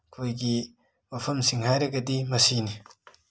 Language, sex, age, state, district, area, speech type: Manipuri, male, 18-30, Manipur, Imphal West, rural, spontaneous